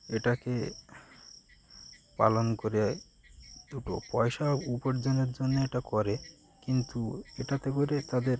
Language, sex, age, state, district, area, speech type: Bengali, male, 30-45, West Bengal, Birbhum, urban, spontaneous